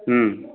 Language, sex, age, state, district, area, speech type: Maithili, male, 30-45, Bihar, Madhubani, rural, conversation